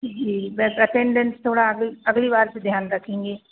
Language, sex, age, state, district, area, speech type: Hindi, female, 30-45, Madhya Pradesh, Hoshangabad, urban, conversation